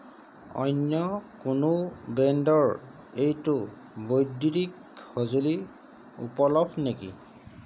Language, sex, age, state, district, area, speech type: Assamese, male, 30-45, Assam, Lakhimpur, rural, read